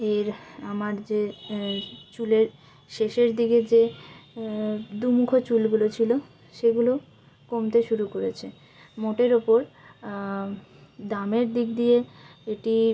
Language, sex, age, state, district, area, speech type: Bengali, female, 18-30, West Bengal, Jalpaiguri, rural, spontaneous